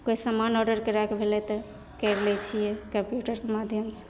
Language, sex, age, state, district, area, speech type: Maithili, female, 18-30, Bihar, Begusarai, rural, spontaneous